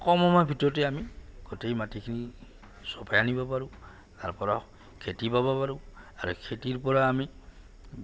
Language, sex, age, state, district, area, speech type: Assamese, male, 60+, Assam, Goalpara, urban, spontaneous